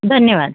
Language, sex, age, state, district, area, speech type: Marathi, female, 45-60, Maharashtra, Nanded, rural, conversation